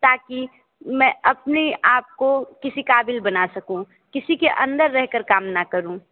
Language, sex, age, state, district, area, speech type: Hindi, female, 18-30, Uttar Pradesh, Sonbhadra, rural, conversation